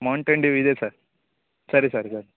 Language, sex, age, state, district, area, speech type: Kannada, male, 18-30, Karnataka, Uttara Kannada, rural, conversation